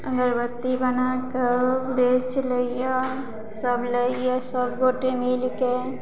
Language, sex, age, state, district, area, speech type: Maithili, female, 30-45, Bihar, Madhubani, rural, spontaneous